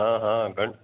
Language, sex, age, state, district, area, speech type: Sindhi, male, 60+, Gujarat, Kutch, urban, conversation